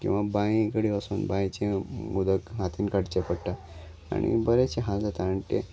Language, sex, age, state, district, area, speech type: Goan Konkani, male, 30-45, Goa, Salcete, rural, spontaneous